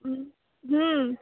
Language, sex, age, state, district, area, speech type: Bengali, female, 18-30, West Bengal, Darjeeling, rural, conversation